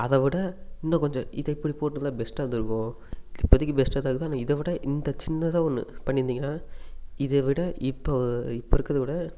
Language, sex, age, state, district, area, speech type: Tamil, male, 18-30, Tamil Nadu, Namakkal, rural, spontaneous